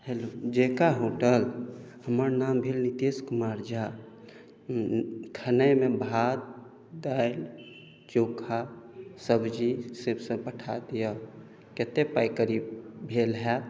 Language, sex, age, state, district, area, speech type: Maithili, male, 30-45, Bihar, Madhubani, rural, spontaneous